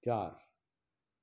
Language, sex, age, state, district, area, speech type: Sindhi, male, 60+, Gujarat, Surat, urban, read